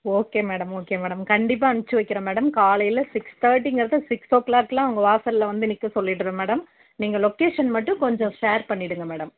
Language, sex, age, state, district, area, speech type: Tamil, female, 30-45, Tamil Nadu, Perambalur, rural, conversation